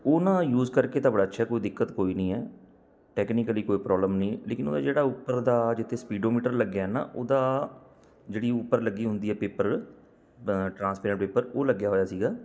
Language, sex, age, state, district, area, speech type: Punjabi, male, 45-60, Punjab, Patiala, urban, spontaneous